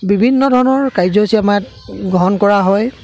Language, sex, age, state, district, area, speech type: Assamese, male, 30-45, Assam, Charaideo, rural, spontaneous